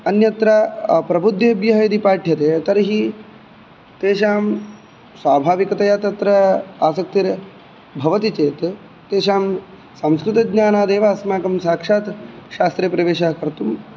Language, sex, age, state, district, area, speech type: Sanskrit, male, 18-30, Karnataka, Udupi, urban, spontaneous